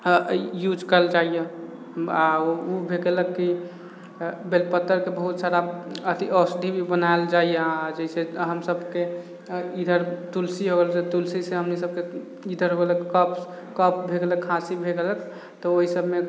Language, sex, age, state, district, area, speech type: Maithili, male, 18-30, Bihar, Sitamarhi, urban, spontaneous